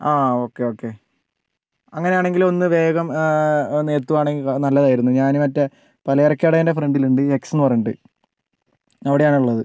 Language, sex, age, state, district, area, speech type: Malayalam, male, 30-45, Kerala, Wayanad, rural, spontaneous